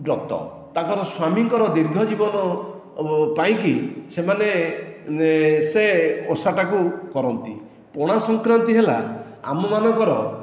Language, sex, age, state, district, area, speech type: Odia, male, 60+, Odisha, Khordha, rural, spontaneous